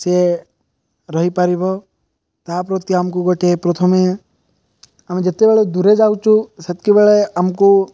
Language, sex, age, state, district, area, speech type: Odia, male, 18-30, Odisha, Nabarangpur, urban, spontaneous